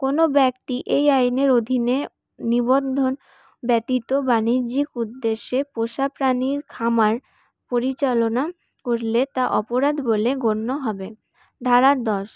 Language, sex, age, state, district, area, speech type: Bengali, female, 18-30, West Bengal, Paschim Bardhaman, urban, spontaneous